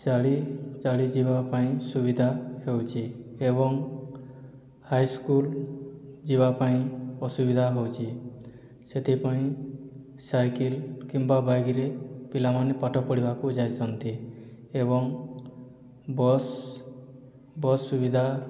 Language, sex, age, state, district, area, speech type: Odia, male, 18-30, Odisha, Boudh, rural, spontaneous